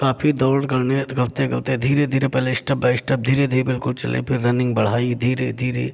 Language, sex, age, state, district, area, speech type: Hindi, male, 45-60, Uttar Pradesh, Hardoi, rural, spontaneous